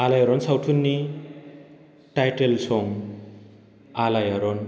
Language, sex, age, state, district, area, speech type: Bodo, male, 30-45, Assam, Baksa, urban, spontaneous